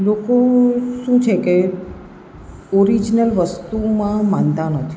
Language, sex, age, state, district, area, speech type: Gujarati, female, 45-60, Gujarat, Surat, urban, spontaneous